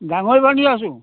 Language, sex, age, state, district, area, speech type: Assamese, male, 60+, Assam, Dhemaji, rural, conversation